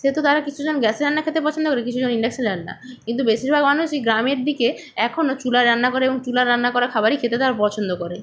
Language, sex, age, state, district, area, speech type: Bengali, female, 30-45, West Bengal, Nadia, rural, spontaneous